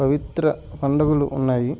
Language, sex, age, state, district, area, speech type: Telugu, male, 45-60, Andhra Pradesh, Alluri Sitarama Raju, rural, spontaneous